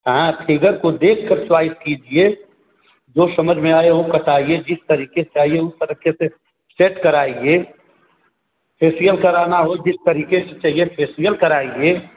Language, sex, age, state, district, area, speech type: Hindi, male, 45-60, Uttar Pradesh, Azamgarh, rural, conversation